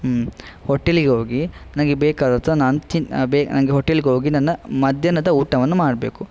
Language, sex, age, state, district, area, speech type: Kannada, male, 18-30, Karnataka, Udupi, rural, spontaneous